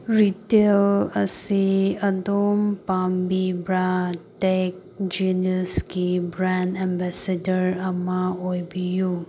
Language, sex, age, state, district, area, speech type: Manipuri, female, 18-30, Manipur, Kangpokpi, rural, read